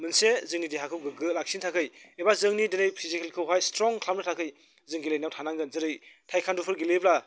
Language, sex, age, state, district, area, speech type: Bodo, male, 45-60, Assam, Chirang, rural, spontaneous